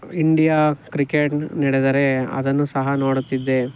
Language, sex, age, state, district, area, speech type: Kannada, male, 18-30, Karnataka, Tumkur, rural, spontaneous